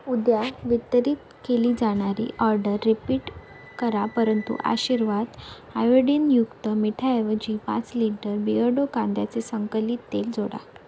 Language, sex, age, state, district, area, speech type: Marathi, female, 18-30, Maharashtra, Sindhudurg, rural, read